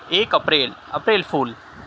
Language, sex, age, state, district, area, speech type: Urdu, male, 30-45, Delhi, Central Delhi, urban, spontaneous